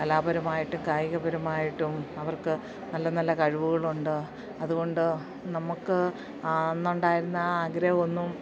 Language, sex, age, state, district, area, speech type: Malayalam, female, 45-60, Kerala, Idukki, rural, spontaneous